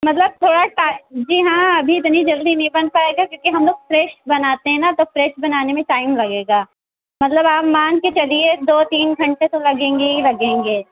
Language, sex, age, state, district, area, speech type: Urdu, female, 30-45, Uttar Pradesh, Lucknow, rural, conversation